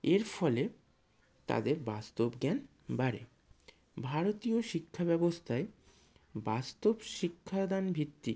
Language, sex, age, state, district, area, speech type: Bengali, male, 30-45, West Bengal, Howrah, urban, spontaneous